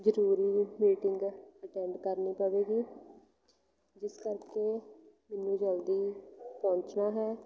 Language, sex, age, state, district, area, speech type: Punjabi, female, 18-30, Punjab, Fatehgarh Sahib, rural, spontaneous